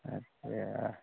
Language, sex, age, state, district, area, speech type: Assamese, male, 45-60, Assam, Dhemaji, urban, conversation